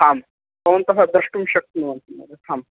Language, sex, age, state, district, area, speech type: Sanskrit, male, 18-30, Karnataka, Uttara Kannada, rural, conversation